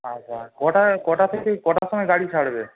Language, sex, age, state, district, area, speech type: Bengali, male, 18-30, West Bengal, Howrah, urban, conversation